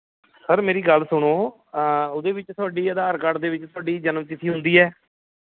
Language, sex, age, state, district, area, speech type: Punjabi, male, 30-45, Punjab, Mohali, urban, conversation